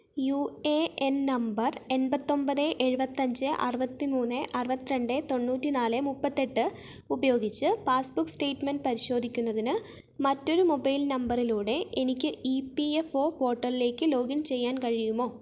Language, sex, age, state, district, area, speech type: Malayalam, female, 18-30, Kerala, Wayanad, rural, read